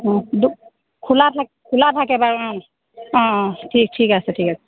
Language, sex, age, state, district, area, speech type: Assamese, female, 30-45, Assam, Dhemaji, rural, conversation